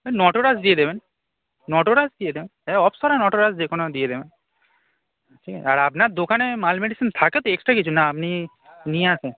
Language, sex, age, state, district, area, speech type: Bengali, male, 18-30, West Bengal, Darjeeling, rural, conversation